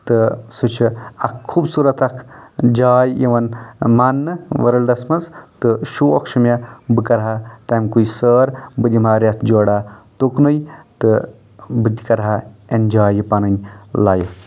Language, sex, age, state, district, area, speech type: Kashmiri, male, 18-30, Jammu and Kashmir, Anantnag, rural, spontaneous